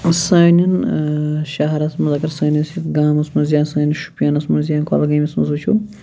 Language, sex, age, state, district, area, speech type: Kashmiri, male, 30-45, Jammu and Kashmir, Shopian, rural, spontaneous